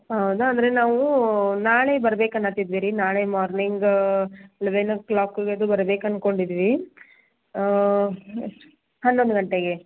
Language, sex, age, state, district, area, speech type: Kannada, female, 30-45, Karnataka, Belgaum, rural, conversation